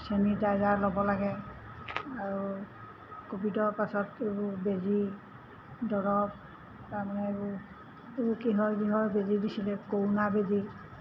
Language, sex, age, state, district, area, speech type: Assamese, female, 60+, Assam, Golaghat, urban, spontaneous